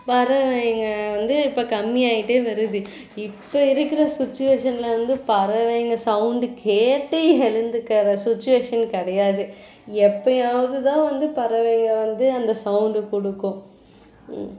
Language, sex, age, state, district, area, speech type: Tamil, female, 18-30, Tamil Nadu, Ranipet, urban, spontaneous